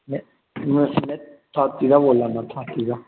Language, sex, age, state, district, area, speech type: Dogri, male, 30-45, Jammu and Kashmir, Udhampur, rural, conversation